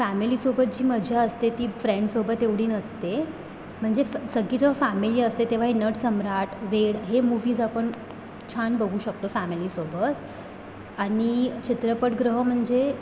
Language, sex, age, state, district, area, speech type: Marathi, female, 18-30, Maharashtra, Mumbai Suburban, urban, spontaneous